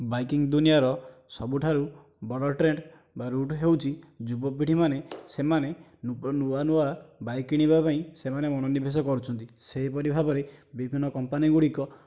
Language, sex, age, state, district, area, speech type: Odia, male, 18-30, Odisha, Nayagarh, rural, spontaneous